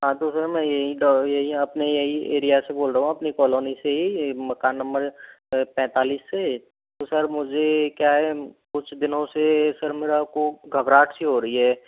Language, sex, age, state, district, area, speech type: Hindi, male, 30-45, Rajasthan, Jaipur, urban, conversation